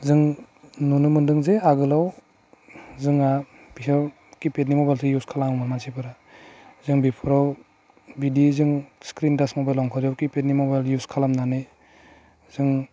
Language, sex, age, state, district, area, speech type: Bodo, male, 18-30, Assam, Udalguri, urban, spontaneous